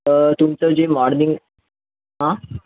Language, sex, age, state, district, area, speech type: Marathi, male, 45-60, Maharashtra, Yavatmal, urban, conversation